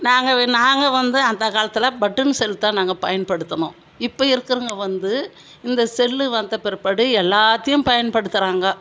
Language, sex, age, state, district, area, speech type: Tamil, female, 60+, Tamil Nadu, Viluppuram, rural, spontaneous